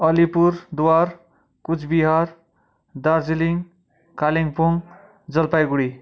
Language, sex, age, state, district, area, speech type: Nepali, male, 18-30, West Bengal, Kalimpong, rural, spontaneous